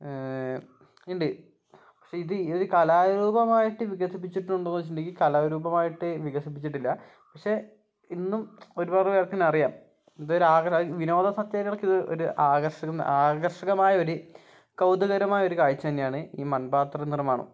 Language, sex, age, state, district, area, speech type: Malayalam, male, 18-30, Kerala, Wayanad, rural, spontaneous